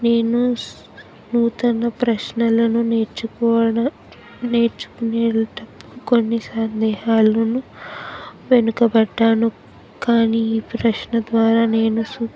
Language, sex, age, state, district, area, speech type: Telugu, female, 18-30, Telangana, Jayashankar, urban, spontaneous